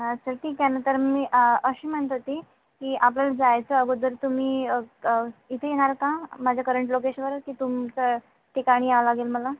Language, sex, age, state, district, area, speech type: Marathi, female, 45-60, Maharashtra, Nagpur, rural, conversation